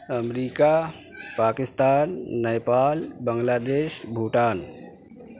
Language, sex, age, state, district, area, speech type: Urdu, male, 45-60, Uttar Pradesh, Lucknow, rural, spontaneous